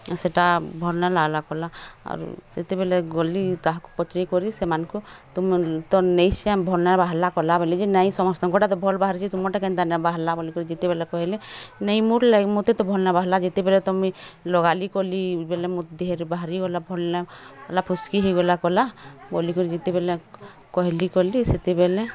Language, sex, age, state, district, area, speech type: Odia, female, 30-45, Odisha, Bargarh, urban, spontaneous